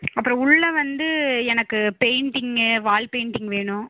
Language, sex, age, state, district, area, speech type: Tamil, female, 18-30, Tamil Nadu, Erode, rural, conversation